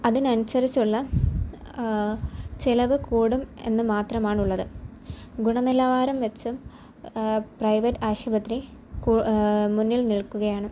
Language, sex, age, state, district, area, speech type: Malayalam, female, 18-30, Kerala, Thiruvananthapuram, urban, spontaneous